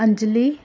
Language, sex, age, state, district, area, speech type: Punjabi, female, 30-45, Punjab, Pathankot, rural, spontaneous